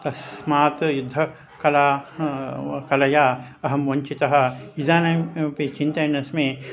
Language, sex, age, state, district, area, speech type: Sanskrit, male, 60+, Karnataka, Mandya, rural, spontaneous